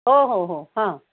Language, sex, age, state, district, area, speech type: Marathi, female, 60+, Maharashtra, Kolhapur, urban, conversation